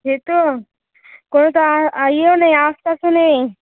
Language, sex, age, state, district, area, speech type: Bengali, female, 18-30, West Bengal, Murshidabad, rural, conversation